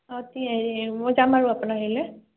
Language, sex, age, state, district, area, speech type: Assamese, female, 45-60, Assam, Biswanath, rural, conversation